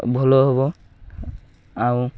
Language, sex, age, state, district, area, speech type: Odia, male, 18-30, Odisha, Malkangiri, urban, spontaneous